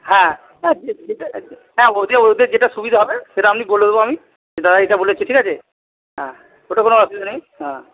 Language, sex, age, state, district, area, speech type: Bengali, male, 45-60, West Bengal, Purba Bardhaman, urban, conversation